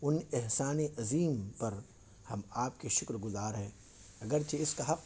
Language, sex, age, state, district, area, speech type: Urdu, male, 18-30, Telangana, Hyderabad, urban, spontaneous